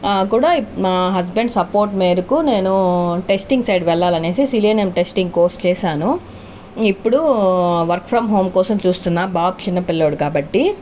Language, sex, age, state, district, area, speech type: Telugu, female, 30-45, Andhra Pradesh, Sri Balaji, rural, spontaneous